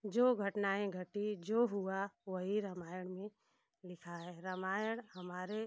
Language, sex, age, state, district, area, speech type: Hindi, female, 45-60, Uttar Pradesh, Ghazipur, rural, spontaneous